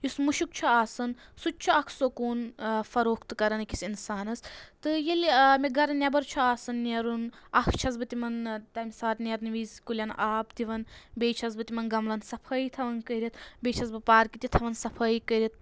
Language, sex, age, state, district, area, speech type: Kashmiri, female, 18-30, Jammu and Kashmir, Anantnag, rural, spontaneous